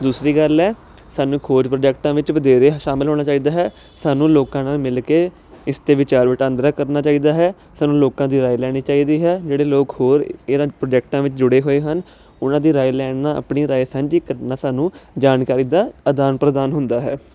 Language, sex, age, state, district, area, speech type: Punjabi, male, 30-45, Punjab, Jalandhar, urban, spontaneous